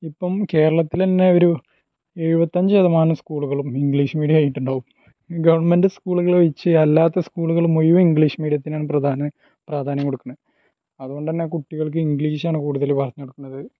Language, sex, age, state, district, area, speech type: Malayalam, male, 18-30, Kerala, Malappuram, rural, spontaneous